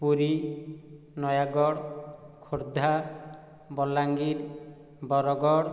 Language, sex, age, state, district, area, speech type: Odia, male, 45-60, Odisha, Nayagarh, rural, spontaneous